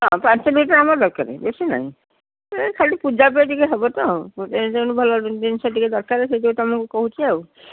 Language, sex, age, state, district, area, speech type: Odia, female, 60+, Odisha, Cuttack, urban, conversation